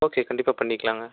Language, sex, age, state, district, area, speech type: Tamil, male, 30-45, Tamil Nadu, Erode, rural, conversation